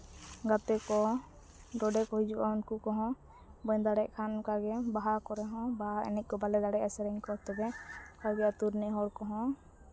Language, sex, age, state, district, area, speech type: Santali, female, 30-45, Jharkhand, East Singhbhum, rural, spontaneous